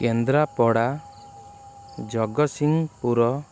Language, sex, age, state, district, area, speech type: Odia, male, 18-30, Odisha, Kendrapara, urban, spontaneous